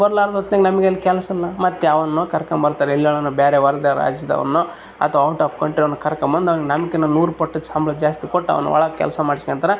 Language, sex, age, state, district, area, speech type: Kannada, male, 30-45, Karnataka, Vijayanagara, rural, spontaneous